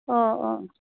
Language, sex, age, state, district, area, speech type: Bodo, female, 45-60, Assam, Kokrajhar, rural, conversation